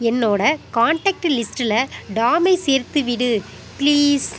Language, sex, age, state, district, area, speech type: Tamil, female, 30-45, Tamil Nadu, Pudukkottai, rural, read